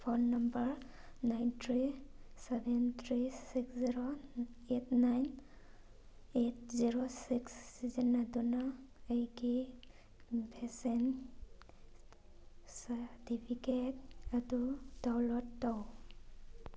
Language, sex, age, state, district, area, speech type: Manipuri, female, 18-30, Manipur, Thoubal, rural, read